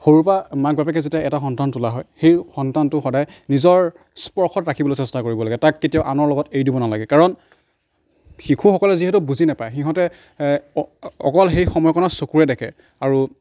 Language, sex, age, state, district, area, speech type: Assamese, male, 45-60, Assam, Darrang, rural, spontaneous